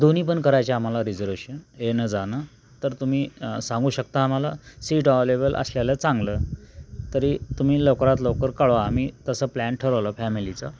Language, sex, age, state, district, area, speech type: Marathi, male, 45-60, Maharashtra, Osmanabad, rural, spontaneous